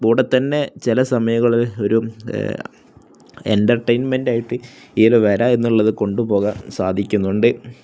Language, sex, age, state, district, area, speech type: Malayalam, male, 18-30, Kerala, Kozhikode, rural, spontaneous